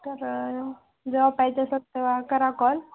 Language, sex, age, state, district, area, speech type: Marathi, female, 18-30, Maharashtra, Hingoli, urban, conversation